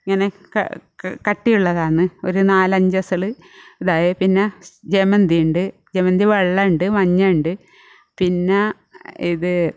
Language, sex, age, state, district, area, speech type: Malayalam, female, 45-60, Kerala, Kasaragod, rural, spontaneous